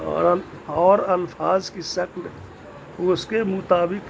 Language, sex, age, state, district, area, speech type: Urdu, male, 60+, Bihar, Gaya, urban, spontaneous